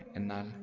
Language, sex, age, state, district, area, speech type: Malayalam, male, 30-45, Kerala, Idukki, rural, spontaneous